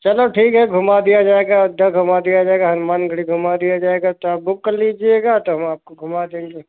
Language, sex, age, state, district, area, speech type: Hindi, male, 30-45, Uttar Pradesh, Sitapur, rural, conversation